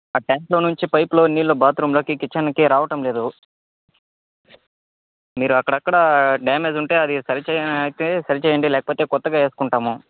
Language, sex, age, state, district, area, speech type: Telugu, male, 30-45, Andhra Pradesh, Chittoor, rural, conversation